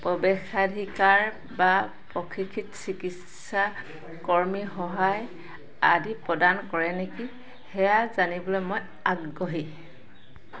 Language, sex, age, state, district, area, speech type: Assamese, female, 45-60, Assam, Charaideo, rural, read